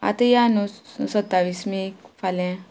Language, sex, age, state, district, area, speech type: Goan Konkani, female, 18-30, Goa, Ponda, rural, spontaneous